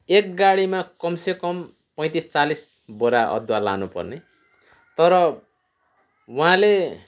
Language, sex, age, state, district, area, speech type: Nepali, male, 45-60, West Bengal, Kalimpong, rural, spontaneous